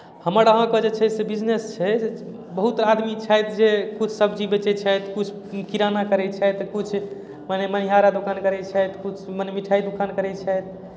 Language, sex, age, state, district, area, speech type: Maithili, male, 18-30, Bihar, Darbhanga, urban, spontaneous